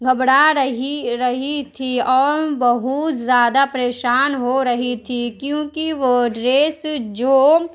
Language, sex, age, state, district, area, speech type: Urdu, female, 30-45, Bihar, Darbhanga, rural, spontaneous